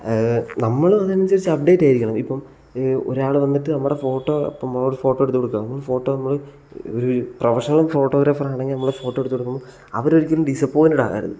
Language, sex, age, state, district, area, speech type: Malayalam, male, 18-30, Kerala, Kottayam, rural, spontaneous